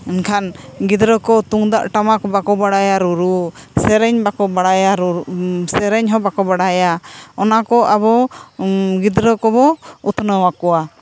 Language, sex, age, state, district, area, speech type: Santali, female, 45-60, Jharkhand, Seraikela Kharsawan, rural, spontaneous